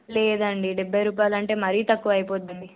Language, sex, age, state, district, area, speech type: Telugu, female, 18-30, Telangana, Nirmal, urban, conversation